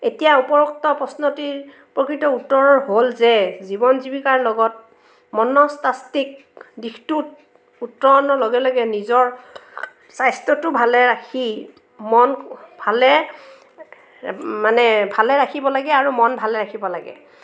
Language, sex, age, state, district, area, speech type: Assamese, female, 45-60, Assam, Morigaon, rural, spontaneous